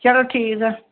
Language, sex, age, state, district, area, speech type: Dogri, female, 45-60, Jammu and Kashmir, Samba, urban, conversation